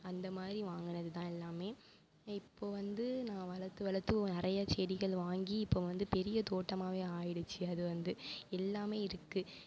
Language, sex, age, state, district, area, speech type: Tamil, female, 18-30, Tamil Nadu, Mayiladuthurai, urban, spontaneous